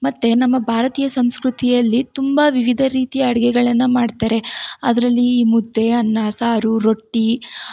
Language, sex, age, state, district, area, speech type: Kannada, female, 18-30, Karnataka, Tumkur, rural, spontaneous